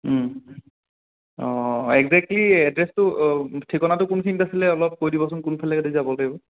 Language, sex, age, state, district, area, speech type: Assamese, male, 18-30, Assam, Sonitpur, rural, conversation